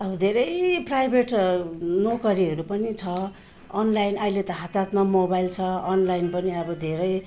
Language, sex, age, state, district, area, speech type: Nepali, female, 60+, West Bengal, Darjeeling, rural, spontaneous